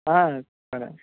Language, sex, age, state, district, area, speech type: Telugu, male, 60+, Andhra Pradesh, East Godavari, rural, conversation